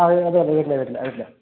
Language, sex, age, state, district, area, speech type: Malayalam, male, 45-60, Kerala, Idukki, rural, conversation